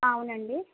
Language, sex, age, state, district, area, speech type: Telugu, female, 18-30, Andhra Pradesh, Guntur, urban, conversation